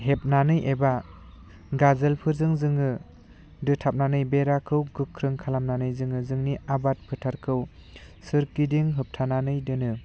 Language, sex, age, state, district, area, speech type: Bodo, male, 18-30, Assam, Udalguri, rural, spontaneous